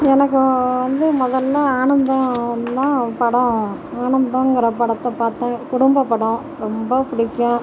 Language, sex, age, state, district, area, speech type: Tamil, female, 45-60, Tamil Nadu, Tiruchirappalli, rural, spontaneous